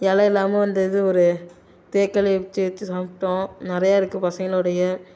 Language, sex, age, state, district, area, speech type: Tamil, male, 18-30, Tamil Nadu, Tiruchirappalli, rural, spontaneous